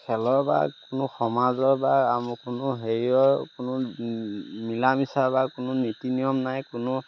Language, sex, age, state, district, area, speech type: Assamese, male, 30-45, Assam, Majuli, urban, spontaneous